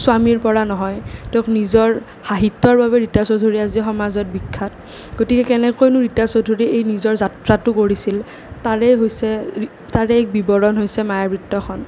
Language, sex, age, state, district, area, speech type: Assamese, male, 18-30, Assam, Nalbari, urban, spontaneous